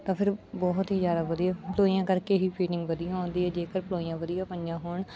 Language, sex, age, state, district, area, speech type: Punjabi, female, 30-45, Punjab, Bathinda, rural, spontaneous